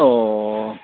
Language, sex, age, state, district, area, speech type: Manipuri, male, 60+, Manipur, Imphal East, rural, conversation